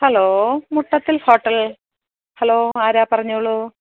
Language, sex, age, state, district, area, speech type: Malayalam, female, 45-60, Kerala, Kollam, rural, conversation